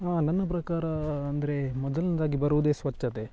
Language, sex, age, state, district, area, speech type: Kannada, male, 30-45, Karnataka, Dakshina Kannada, rural, spontaneous